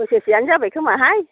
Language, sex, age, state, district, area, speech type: Bodo, female, 60+, Assam, Baksa, urban, conversation